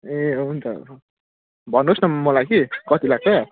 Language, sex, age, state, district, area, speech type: Nepali, male, 30-45, West Bengal, Jalpaiguri, rural, conversation